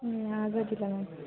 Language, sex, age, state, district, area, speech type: Kannada, female, 18-30, Karnataka, Gadag, rural, conversation